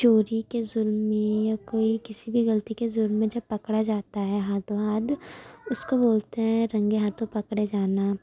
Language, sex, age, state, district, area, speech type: Urdu, female, 18-30, Uttar Pradesh, Gautam Buddha Nagar, urban, spontaneous